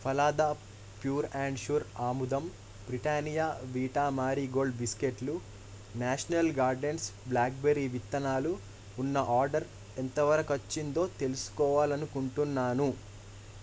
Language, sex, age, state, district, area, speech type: Telugu, male, 18-30, Telangana, Medak, rural, read